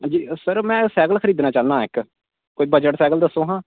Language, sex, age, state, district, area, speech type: Dogri, male, 18-30, Jammu and Kashmir, Kathua, rural, conversation